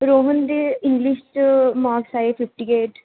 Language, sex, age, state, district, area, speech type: Punjabi, female, 18-30, Punjab, Pathankot, urban, conversation